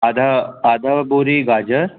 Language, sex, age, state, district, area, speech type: Hindi, male, 30-45, Madhya Pradesh, Jabalpur, urban, conversation